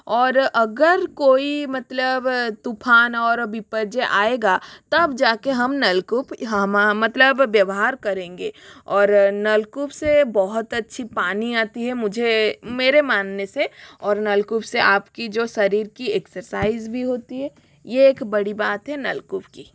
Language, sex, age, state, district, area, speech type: Hindi, female, 30-45, Rajasthan, Jodhpur, rural, spontaneous